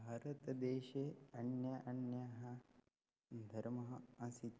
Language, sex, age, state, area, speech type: Sanskrit, male, 18-30, Maharashtra, rural, spontaneous